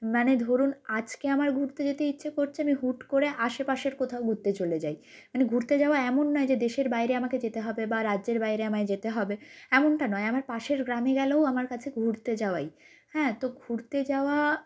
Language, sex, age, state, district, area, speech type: Bengali, female, 18-30, West Bengal, North 24 Parganas, rural, spontaneous